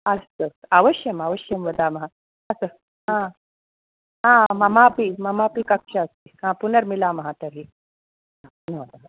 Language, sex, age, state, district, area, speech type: Sanskrit, female, 45-60, Karnataka, Mysore, urban, conversation